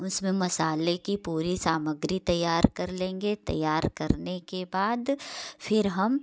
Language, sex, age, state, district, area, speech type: Hindi, female, 30-45, Uttar Pradesh, Prayagraj, urban, spontaneous